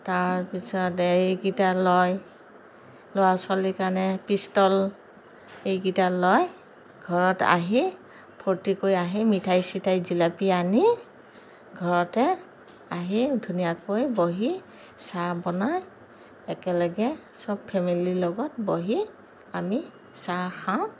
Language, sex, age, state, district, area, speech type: Assamese, female, 45-60, Assam, Kamrup Metropolitan, urban, spontaneous